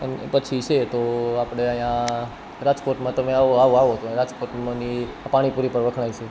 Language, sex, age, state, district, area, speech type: Gujarati, male, 18-30, Gujarat, Rajkot, urban, spontaneous